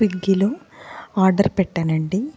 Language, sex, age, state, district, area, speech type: Telugu, female, 30-45, Andhra Pradesh, Guntur, urban, spontaneous